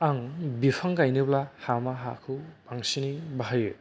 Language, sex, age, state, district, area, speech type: Bodo, male, 18-30, Assam, Kokrajhar, rural, spontaneous